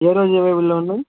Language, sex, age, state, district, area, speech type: Telugu, male, 18-30, Andhra Pradesh, Palnadu, rural, conversation